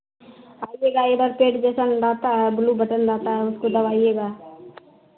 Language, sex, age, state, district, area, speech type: Hindi, female, 45-60, Bihar, Madhepura, rural, conversation